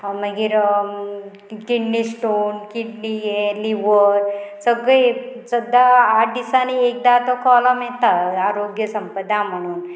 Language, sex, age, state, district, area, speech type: Goan Konkani, female, 45-60, Goa, Murmgao, rural, spontaneous